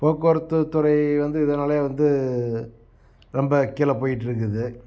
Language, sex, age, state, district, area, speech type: Tamil, male, 45-60, Tamil Nadu, Namakkal, rural, spontaneous